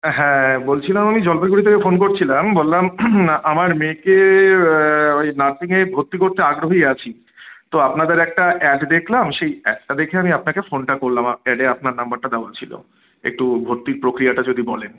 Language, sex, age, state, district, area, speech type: Bengali, male, 30-45, West Bengal, Jalpaiguri, rural, conversation